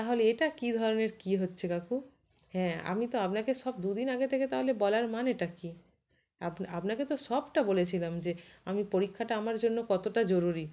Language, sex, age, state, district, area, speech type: Bengali, female, 30-45, West Bengal, North 24 Parganas, urban, spontaneous